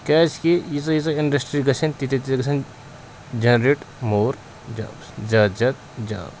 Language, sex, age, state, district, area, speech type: Kashmiri, male, 30-45, Jammu and Kashmir, Pulwama, urban, spontaneous